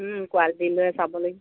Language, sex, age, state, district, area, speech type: Assamese, female, 30-45, Assam, Lakhimpur, rural, conversation